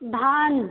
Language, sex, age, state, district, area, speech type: Hindi, female, 30-45, Uttar Pradesh, Bhadohi, rural, conversation